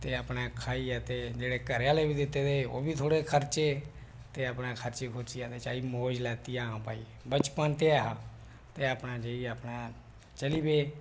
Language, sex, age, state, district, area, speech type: Dogri, male, 18-30, Jammu and Kashmir, Reasi, rural, spontaneous